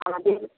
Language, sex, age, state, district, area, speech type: Bengali, female, 45-60, West Bengal, Purba Medinipur, rural, conversation